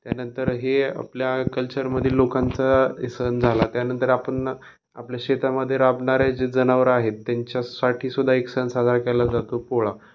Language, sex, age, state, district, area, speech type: Marathi, male, 30-45, Maharashtra, Osmanabad, rural, spontaneous